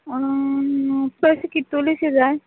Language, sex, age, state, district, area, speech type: Goan Konkani, female, 30-45, Goa, Quepem, rural, conversation